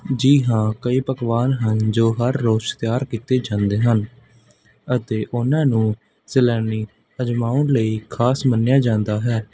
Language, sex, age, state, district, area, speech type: Punjabi, male, 18-30, Punjab, Patiala, urban, spontaneous